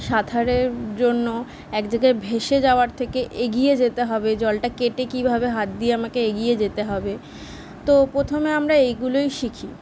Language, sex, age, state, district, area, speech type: Bengali, female, 18-30, West Bengal, Kolkata, urban, spontaneous